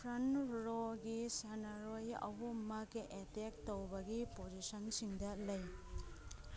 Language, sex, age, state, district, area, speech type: Manipuri, female, 30-45, Manipur, Kangpokpi, urban, read